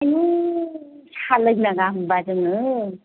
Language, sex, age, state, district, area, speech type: Bodo, female, 45-60, Assam, Chirang, rural, conversation